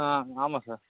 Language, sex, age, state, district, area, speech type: Tamil, male, 30-45, Tamil Nadu, Nagapattinam, rural, conversation